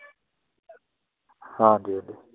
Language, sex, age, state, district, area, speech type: Dogri, male, 30-45, Jammu and Kashmir, Reasi, rural, conversation